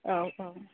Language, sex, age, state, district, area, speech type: Bodo, female, 30-45, Assam, Kokrajhar, rural, conversation